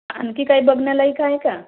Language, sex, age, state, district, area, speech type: Marathi, female, 30-45, Maharashtra, Nagpur, rural, conversation